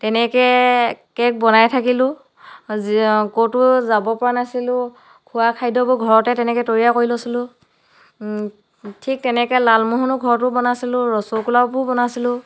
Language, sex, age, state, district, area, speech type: Assamese, female, 30-45, Assam, Dhemaji, rural, spontaneous